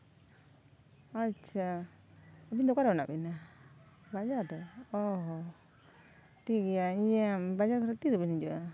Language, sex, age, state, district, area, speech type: Santali, female, 30-45, West Bengal, Jhargram, rural, spontaneous